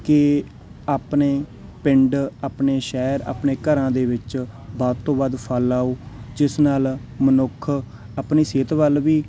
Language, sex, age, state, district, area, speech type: Punjabi, male, 18-30, Punjab, Mansa, urban, spontaneous